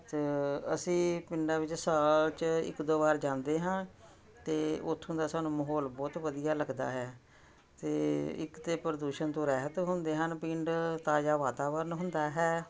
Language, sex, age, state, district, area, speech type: Punjabi, female, 45-60, Punjab, Jalandhar, urban, spontaneous